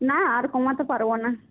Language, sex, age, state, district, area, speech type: Bengali, female, 18-30, West Bengal, Paschim Medinipur, rural, conversation